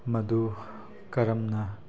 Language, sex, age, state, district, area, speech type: Manipuri, male, 18-30, Manipur, Tengnoupal, rural, spontaneous